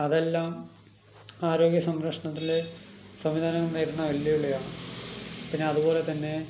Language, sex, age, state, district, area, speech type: Malayalam, male, 30-45, Kerala, Palakkad, rural, spontaneous